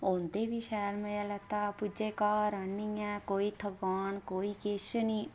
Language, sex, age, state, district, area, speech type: Dogri, female, 30-45, Jammu and Kashmir, Reasi, rural, spontaneous